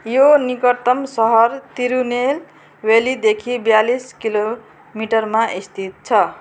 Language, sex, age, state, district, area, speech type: Nepali, female, 45-60, West Bengal, Darjeeling, rural, read